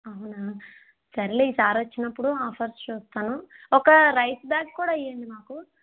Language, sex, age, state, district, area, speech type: Telugu, female, 45-60, Andhra Pradesh, East Godavari, rural, conversation